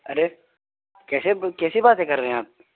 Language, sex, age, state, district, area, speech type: Urdu, male, 18-30, Bihar, Purnia, rural, conversation